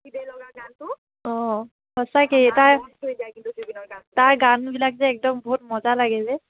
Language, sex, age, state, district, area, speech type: Assamese, female, 18-30, Assam, Biswanath, rural, conversation